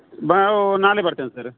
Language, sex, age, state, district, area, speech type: Kannada, male, 45-60, Karnataka, Udupi, rural, conversation